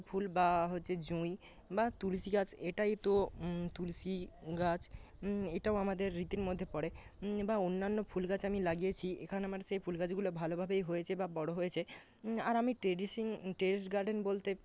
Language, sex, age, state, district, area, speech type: Bengali, male, 30-45, West Bengal, Paschim Medinipur, rural, spontaneous